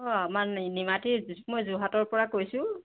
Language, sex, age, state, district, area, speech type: Assamese, female, 30-45, Assam, Jorhat, urban, conversation